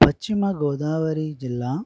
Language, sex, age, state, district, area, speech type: Telugu, male, 30-45, Andhra Pradesh, West Godavari, rural, spontaneous